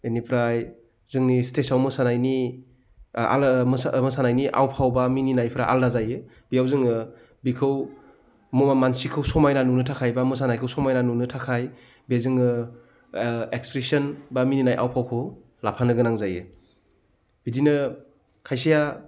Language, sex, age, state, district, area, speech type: Bodo, male, 30-45, Assam, Baksa, rural, spontaneous